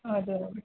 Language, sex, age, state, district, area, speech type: Nepali, female, 18-30, West Bengal, Darjeeling, rural, conversation